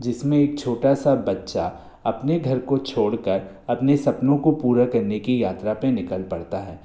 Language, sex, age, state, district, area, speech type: Hindi, male, 18-30, Madhya Pradesh, Bhopal, urban, spontaneous